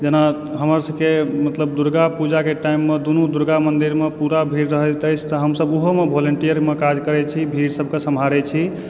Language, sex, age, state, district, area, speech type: Maithili, male, 18-30, Bihar, Supaul, rural, spontaneous